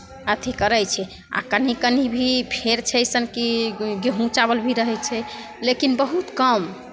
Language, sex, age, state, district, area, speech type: Maithili, female, 18-30, Bihar, Begusarai, urban, spontaneous